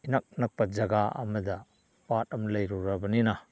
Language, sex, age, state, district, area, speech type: Manipuri, male, 60+, Manipur, Chandel, rural, spontaneous